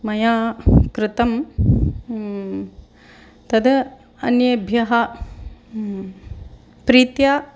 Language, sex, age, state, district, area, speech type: Sanskrit, female, 45-60, Tamil Nadu, Chennai, urban, spontaneous